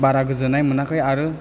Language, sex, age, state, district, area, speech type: Bodo, male, 18-30, Assam, Chirang, urban, spontaneous